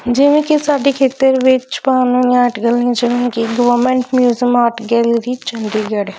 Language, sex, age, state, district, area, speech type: Punjabi, female, 18-30, Punjab, Faridkot, urban, spontaneous